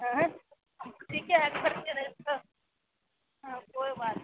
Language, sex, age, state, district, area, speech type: Hindi, female, 30-45, Bihar, Madhepura, rural, conversation